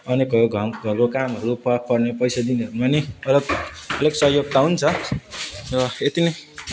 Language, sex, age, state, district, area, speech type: Nepali, male, 18-30, West Bengal, Jalpaiguri, rural, spontaneous